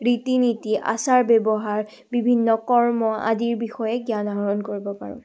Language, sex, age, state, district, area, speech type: Assamese, female, 18-30, Assam, Majuli, urban, spontaneous